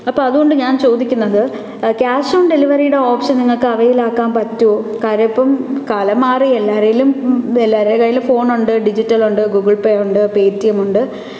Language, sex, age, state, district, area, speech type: Malayalam, female, 18-30, Kerala, Thiruvananthapuram, urban, spontaneous